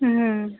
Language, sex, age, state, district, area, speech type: Bengali, female, 18-30, West Bengal, Howrah, urban, conversation